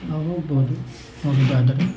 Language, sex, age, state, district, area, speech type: Kannada, male, 60+, Karnataka, Udupi, rural, spontaneous